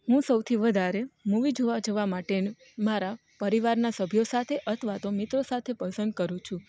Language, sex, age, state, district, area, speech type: Gujarati, female, 30-45, Gujarat, Rajkot, rural, spontaneous